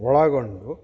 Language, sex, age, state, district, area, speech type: Kannada, male, 60+, Karnataka, Vijayanagara, rural, spontaneous